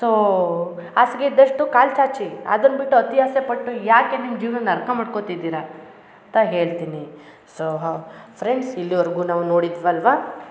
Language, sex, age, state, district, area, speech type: Kannada, female, 30-45, Karnataka, Hassan, rural, spontaneous